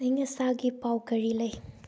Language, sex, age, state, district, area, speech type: Manipuri, female, 18-30, Manipur, Thoubal, rural, read